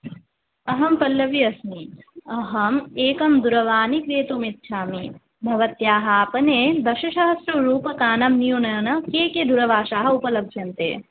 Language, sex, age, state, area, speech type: Sanskrit, female, 18-30, Tripura, rural, conversation